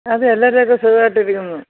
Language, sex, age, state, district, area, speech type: Malayalam, female, 60+, Kerala, Thiruvananthapuram, urban, conversation